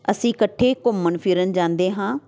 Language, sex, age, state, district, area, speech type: Punjabi, female, 30-45, Punjab, Tarn Taran, urban, spontaneous